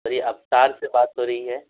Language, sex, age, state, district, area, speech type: Urdu, male, 18-30, Bihar, Purnia, rural, conversation